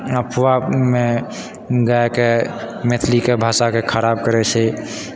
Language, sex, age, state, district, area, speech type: Maithili, male, 30-45, Bihar, Purnia, rural, spontaneous